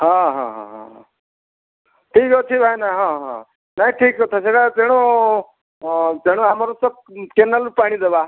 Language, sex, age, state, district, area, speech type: Odia, male, 60+, Odisha, Kandhamal, rural, conversation